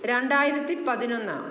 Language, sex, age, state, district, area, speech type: Malayalam, female, 45-60, Kerala, Alappuzha, rural, spontaneous